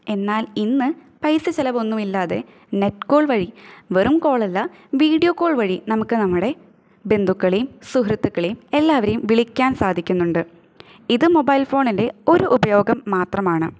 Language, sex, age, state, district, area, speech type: Malayalam, female, 18-30, Kerala, Thrissur, rural, spontaneous